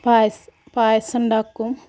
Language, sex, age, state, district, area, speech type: Malayalam, female, 45-60, Kerala, Malappuram, rural, spontaneous